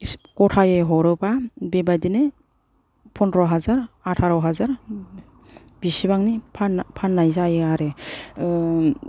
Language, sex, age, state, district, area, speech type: Bodo, female, 45-60, Assam, Kokrajhar, urban, spontaneous